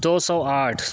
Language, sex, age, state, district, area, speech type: Urdu, male, 18-30, Uttar Pradesh, Siddharthnagar, rural, spontaneous